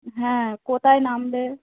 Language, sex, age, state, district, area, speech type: Bengali, female, 30-45, West Bengal, Darjeeling, urban, conversation